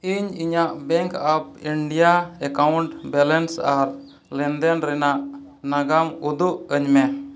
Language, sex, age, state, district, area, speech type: Santali, male, 30-45, Jharkhand, East Singhbhum, rural, read